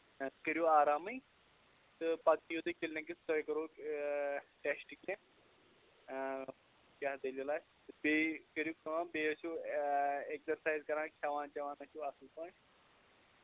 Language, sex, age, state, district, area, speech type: Kashmiri, male, 30-45, Jammu and Kashmir, Shopian, rural, conversation